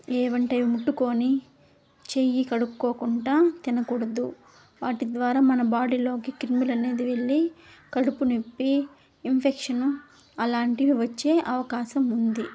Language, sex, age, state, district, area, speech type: Telugu, female, 18-30, Andhra Pradesh, Nellore, rural, spontaneous